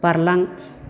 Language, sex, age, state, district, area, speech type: Bodo, female, 60+, Assam, Chirang, rural, read